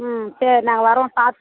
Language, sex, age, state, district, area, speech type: Tamil, female, 60+, Tamil Nadu, Tiruvannamalai, rural, conversation